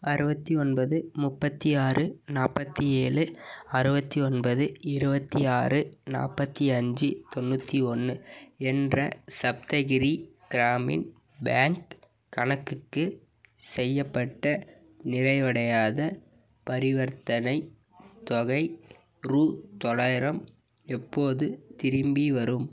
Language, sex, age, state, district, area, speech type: Tamil, male, 18-30, Tamil Nadu, Dharmapuri, urban, read